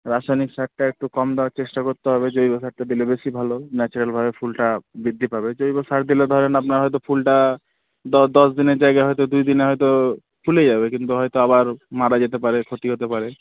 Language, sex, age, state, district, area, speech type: Bengali, male, 18-30, West Bengal, Murshidabad, urban, conversation